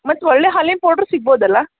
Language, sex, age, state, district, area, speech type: Kannada, female, 45-60, Karnataka, Dharwad, rural, conversation